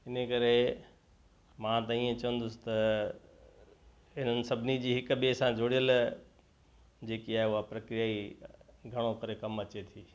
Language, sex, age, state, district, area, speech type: Sindhi, male, 60+, Gujarat, Kutch, urban, spontaneous